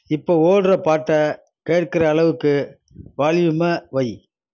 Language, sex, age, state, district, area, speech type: Tamil, male, 60+, Tamil Nadu, Nagapattinam, rural, read